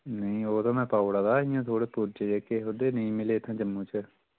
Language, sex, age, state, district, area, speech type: Dogri, male, 30-45, Jammu and Kashmir, Udhampur, rural, conversation